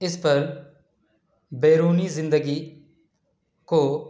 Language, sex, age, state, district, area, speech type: Urdu, male, 18-30, Delhi, East Delhi, urban, spontaneous